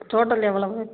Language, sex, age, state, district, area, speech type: Tamil, female, 30-45, Tamil Nadu, Nilgiris, rural, conversation